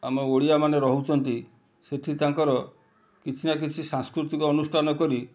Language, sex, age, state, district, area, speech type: Odia, male, 45-60, Odisha, Kendrapara, urban, spontaneous